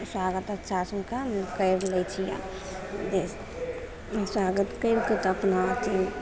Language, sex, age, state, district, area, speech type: Maithili, female, 18-30, Bihar, Begusarai, rural, spontaneous